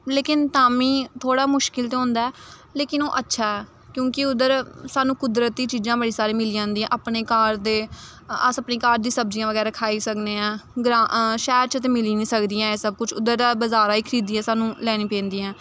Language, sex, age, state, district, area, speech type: Dogri, female, 18-30, Jammu and Kashmir, Samba, rural, spontaneous